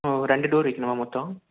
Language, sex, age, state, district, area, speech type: Tamil, male, 18-30, Tamil Nadu, Erode, rural, conversation